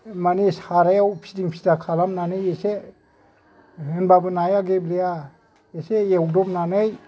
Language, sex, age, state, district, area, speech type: Bodo, male, 60+, Assam, Kokrajhar, urban, spontaneous